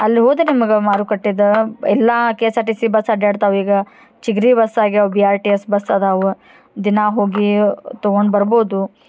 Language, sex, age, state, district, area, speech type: Kannada, female, 18-30, Karnataka, Dharwad, rural, spontaneous